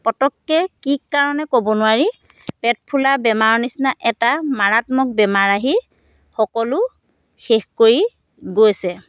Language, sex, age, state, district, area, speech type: Assamese, female, 30-45, Assam, Dhemaji, rural, spontaneous